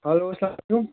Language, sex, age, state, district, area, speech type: Kashmiri, male, 45-60, Jammu and Kashmir, Srinagar, urban, conversation